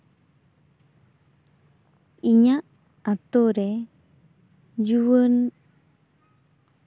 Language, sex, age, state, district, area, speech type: Santali, female, 18-30, West Bengal, Bankura, rural, spontaneous